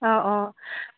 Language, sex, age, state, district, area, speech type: Bodo, female, 18-30, Assam, Udalguri, urban, conversation